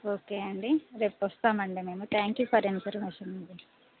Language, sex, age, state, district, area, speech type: Telugu, female, 30-45, Telangana, Hanamkonda, urban, conversation